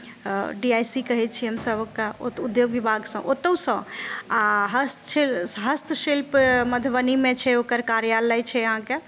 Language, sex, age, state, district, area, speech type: Maithili, female, 30-45, Bihar, Madhubani, rural, spontaneous